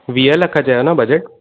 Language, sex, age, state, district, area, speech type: Sindhi, male, 18-30, Gujarat, Surat, urban, conversation